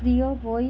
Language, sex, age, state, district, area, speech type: Bengali, female, 30-45, West Bengal, North 24 Parganas, urban, spontaneous